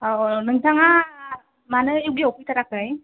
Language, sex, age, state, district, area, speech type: Bodo, female, 18-30, Assam, Kokrajhar, rural, conversation